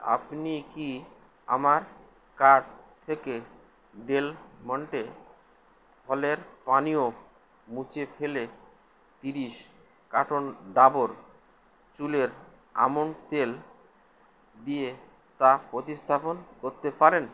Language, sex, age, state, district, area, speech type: Bengali, male, 60+, West Bengal, Howrah, urban, read